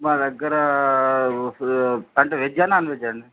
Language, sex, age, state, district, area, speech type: Telugu, male, 45-60, Telangana, Mancherial, rural, conversation